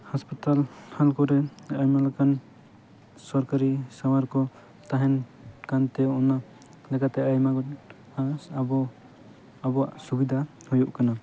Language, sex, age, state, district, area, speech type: Santali, male, 18-30, West Bengal, Jhargram, rural, spontaneous